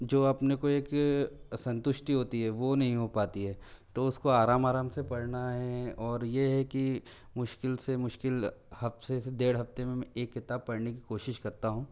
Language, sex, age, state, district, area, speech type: Hindi, male, 18-30, Madhya Pradesh, Bhopal, urban, spontaneous